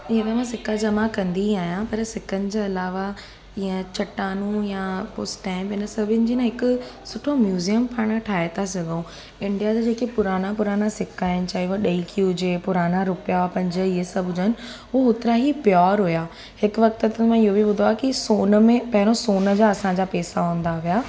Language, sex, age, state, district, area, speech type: Sindhi, female, 18-30, Gujarat, Surat, urban, spontaneous